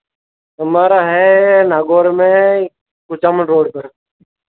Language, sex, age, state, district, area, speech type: Hindi, male, 18-30, Rajasthan, Nagaur, rural, conversation